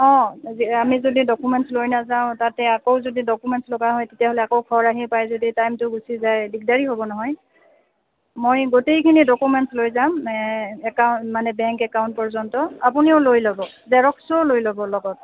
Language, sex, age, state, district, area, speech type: Assamese, female, 30-45, Assam, Goalpara, urban, conversation